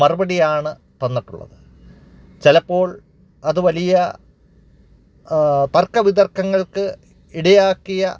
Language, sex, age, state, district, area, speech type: Malayalam, male, 45-60, Kerala, Alappuzha, urban, spontaneous